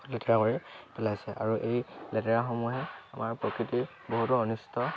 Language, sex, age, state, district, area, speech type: Assamese, male, 18-30, Assam, Dhemaji, urban, spontaneous